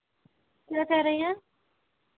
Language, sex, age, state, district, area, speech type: Hindi, female, 45-60, Uttar Pradesh, Ayodhya, rural, conversation